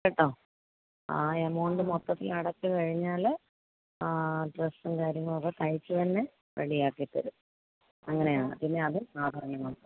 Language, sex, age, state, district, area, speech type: Malayalam, female, 45-60, Kerala, Pathanamthitta, rural, conversation